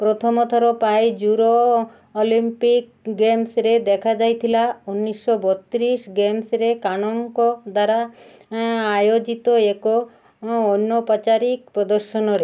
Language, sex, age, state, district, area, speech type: Odia, female, 45-60, Odisha, Malkangiri, urban, read